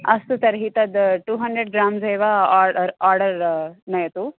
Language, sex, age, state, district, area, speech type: Sanskrit, female, 18-30, Andhra Pradesh, N T Rama Rao, urban, conversation